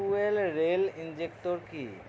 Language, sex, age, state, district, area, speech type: Assamese, male, 30-45, Assam, Darrang, rural, read